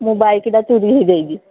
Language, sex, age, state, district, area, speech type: Odia, female, 30-45, Odisha, Sambalpur, rural, conversation